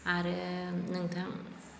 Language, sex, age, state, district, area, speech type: Bodo, female, 45-60, Assam, Baksa, rural, spontaneous